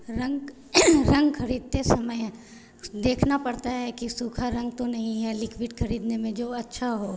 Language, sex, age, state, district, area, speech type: Hindi, female, 45-60, Bihar, Vaishali, urban, spontaneous